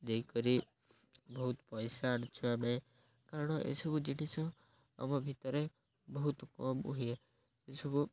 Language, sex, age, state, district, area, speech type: Odia, male, 18-30, Odisha, Malkangiri, urban, spontaneous